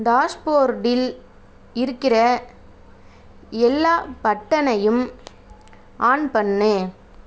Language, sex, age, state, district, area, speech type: Tamil, female, 30-45, Tamil Nadu, Tiruvarur, urban, read